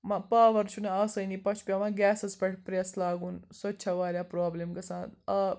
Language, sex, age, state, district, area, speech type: Kashmiri, female, 18-30, Jammu and Kashmir, Srinagar, urban, spontaneous